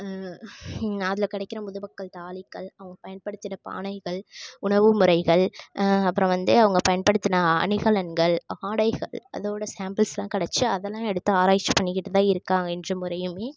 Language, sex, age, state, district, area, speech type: Tamil, female, 18-30, Tamil Nadu, Tiruvarur, rural, spontaneous